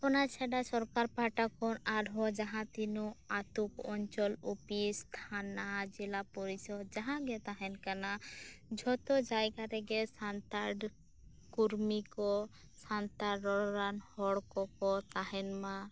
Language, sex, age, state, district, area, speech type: Santali, female, 18-30, West Bengal, Birbhum, rural, spontaneous